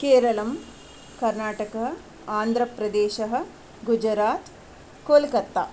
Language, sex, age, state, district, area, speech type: Sanskrit, female, 45-60, Karnataka, Shimoga, urban, spontaneous